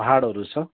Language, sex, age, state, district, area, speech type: Nepali, male, 30-45, West Bengal, Alipurduar, urban, conversation